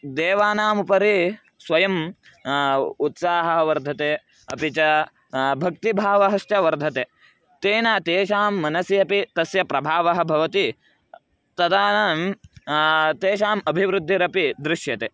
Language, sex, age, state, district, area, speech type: Sanskrit, male, 18-30, Karnataka, Mandya, rural, spontaneous